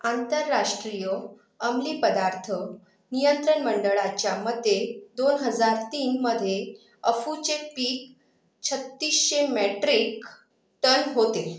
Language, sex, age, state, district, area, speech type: Marathi, female, 45-60, Maharashtra, Akola, urban, read